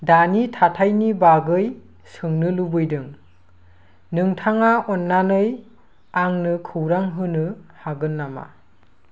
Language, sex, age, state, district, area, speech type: Bodo, male, 18-30, Assam, Kokrajhar, rural, read